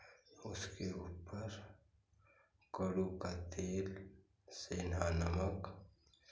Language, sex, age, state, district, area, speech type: Hindi, male, 45-60, Uttar Pradesh, Chandauli, rural, spontaneous